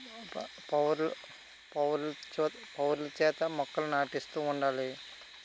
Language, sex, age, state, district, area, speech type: Telugu, male, 30-45, Andhra Pradesh, Vizianagaram, rural, spontaneous